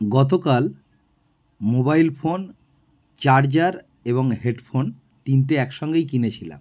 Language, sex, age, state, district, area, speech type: Bengali, male, 30-45, West Bengal, North 24 Parganas, urban, spontaneous